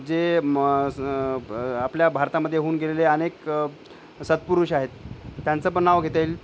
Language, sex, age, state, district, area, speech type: Marathi, male, 45-60, Maharashtra, Nanded, rural, spontaneous